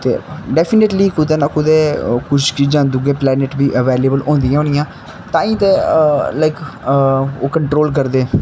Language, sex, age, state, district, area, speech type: Dogri, male, 18-30, Jammu and Kashmir, Kathua, rural, spontaneous